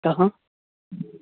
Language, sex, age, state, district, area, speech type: Maithili, male, 18-30, Bihar, Darbhanga, rural, conversation